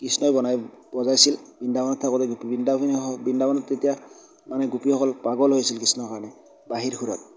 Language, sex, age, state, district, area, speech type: Assamese, male, 18-30, Assam, Darrang, rural, spontaneous